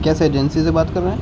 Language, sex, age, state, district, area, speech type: Urdu, male, 18-30, Uttar Pradesh, Rampur, urban, spontaneous